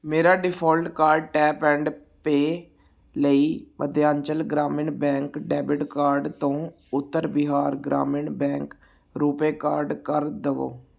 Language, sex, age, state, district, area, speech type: Punjabi, male, 18-30, Punjab, Gurdaspur, urban, read